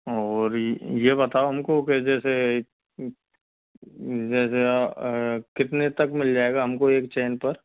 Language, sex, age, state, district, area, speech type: Hindi, male, 30-45, Rajasthan, Karauli, rural, conversation